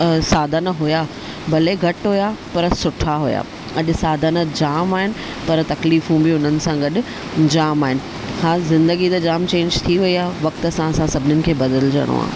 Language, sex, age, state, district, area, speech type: Sindhi, female, 30-45, Maharashtra, Thane, urban, spontaneous